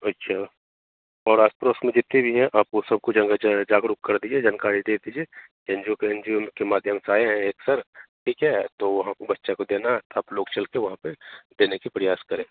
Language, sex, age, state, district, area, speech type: Hindi, male, 45-60, Bihar, Begusarai, urban, conversation